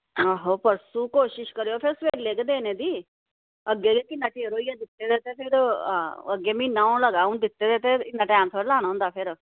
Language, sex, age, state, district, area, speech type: Dogri, female, 30-45, Jammu and Kashmir, Samba, urban, conversation